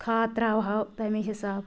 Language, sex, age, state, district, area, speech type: Kashmiri, female, 45-60, Jammu and Kashmir, Anantnag, rural, spontaneous